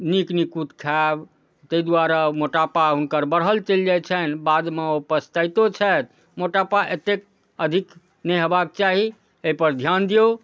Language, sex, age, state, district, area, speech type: Maithili, male, 45-60, Bihar, Darbhanga, rural, spontaneous